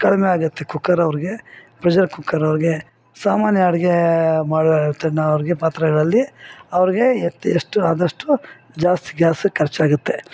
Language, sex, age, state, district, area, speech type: Kannada, female, 60+, Karnataka, Bangalore Urban, rural, spontaneous